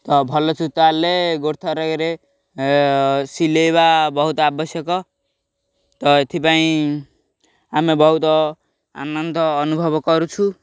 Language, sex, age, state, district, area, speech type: Odia, male, 18-30, Odisha, Ganjam, urban, spontaneous